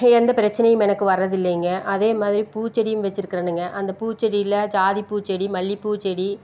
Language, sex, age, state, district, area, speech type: Tamil, female, 45-60, Tamil Nadu, Tiruppur, rural, spontaneous